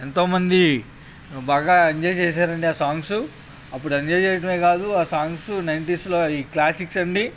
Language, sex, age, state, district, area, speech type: Telugu, male, 30-45, Andhra Pradesh, Bapatla, rural, spontaneous